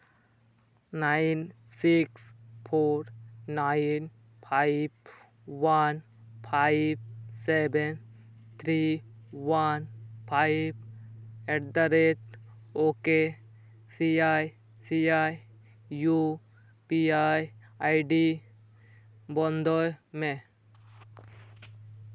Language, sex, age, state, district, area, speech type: Santali, male, 18-30, West Bengal, Purba Bardhaman, rural, read